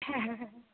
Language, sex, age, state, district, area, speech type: Bengali, female, 30-45, West Bengal, North 24 Parganas, rural, conversation